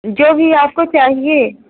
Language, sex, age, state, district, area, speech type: Hindi, female, 30-45, Uttar Pradesh, Prayagraj, urban, conversation